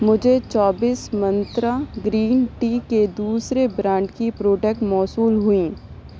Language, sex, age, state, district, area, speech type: Urdu, female, 18-30, Uttar Pradesh, Aligarh, urban, read